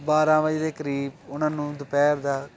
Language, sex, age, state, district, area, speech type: Punjabi, male, 45-60, Punjab, Jalandhar, urban, spontaneous